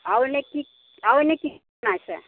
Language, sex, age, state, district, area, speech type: Assamese, female, 45-60, Assam, Nagaon, rural, conversation